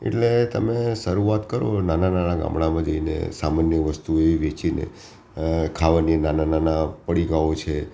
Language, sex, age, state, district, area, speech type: Gujarati, male, 60+, Gujarat, Ahmedabad, urban, spontaneous